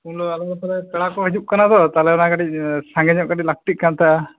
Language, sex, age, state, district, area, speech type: Santali, male, 18-30, West Bengal, Bankura, rural, conversation